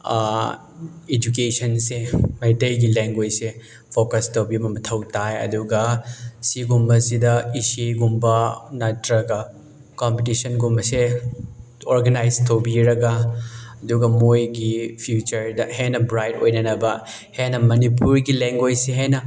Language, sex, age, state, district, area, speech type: Manipuri, male, 18-30, Manipur, Chandel, rural, spontaneous